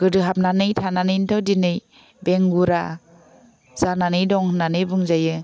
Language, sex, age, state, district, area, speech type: Bodo, female, 30-45, Assam, Udalguri, rural, spontaneous